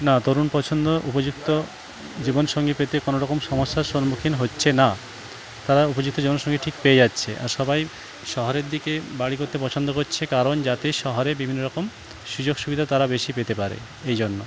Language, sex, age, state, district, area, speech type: Bengali, male, 45-60, West Bengal, Jhargram, rural, spontaneous